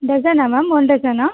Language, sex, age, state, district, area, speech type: Kannada, female, 18-30, Karnataka, Bellary, urban, conversation